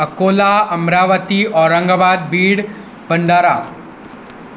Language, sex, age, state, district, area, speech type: Sindhi, male, 18-30, Maharashtra, Mumbai Suburban, urban, spontaneous